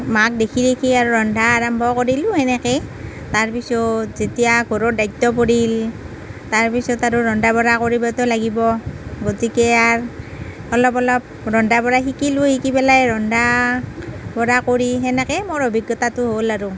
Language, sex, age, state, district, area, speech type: Assamese, female, 45-60, Assam, Nalbari, rural, spontaneous